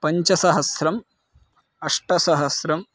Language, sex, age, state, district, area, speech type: Sanskrit, male, 18-30, Karnataka, Bagalkot, rural, spontaneous